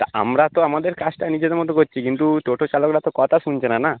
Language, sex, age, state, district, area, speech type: Bengali, male, 18-30, West Bengal, North 24 Parganas, urban, conversation